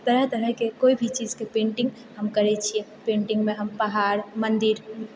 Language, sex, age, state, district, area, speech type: Maithili, female, 30-45, Bihar, Purnia, urban, spontaneous